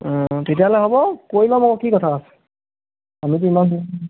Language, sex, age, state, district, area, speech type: Assamese, male, 18-30, Assam, Lakhimpur, rural, conversation